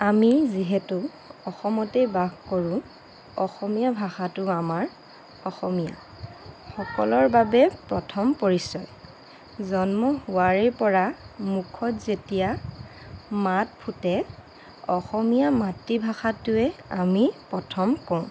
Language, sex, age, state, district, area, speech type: Assamese, female, 30-45, Assam, Lakhimpur, rural, spontaneous